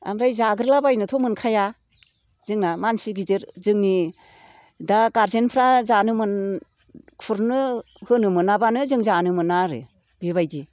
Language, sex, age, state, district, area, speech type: Bodo, female, 60+, Assam, Chirang, rural, spontaneous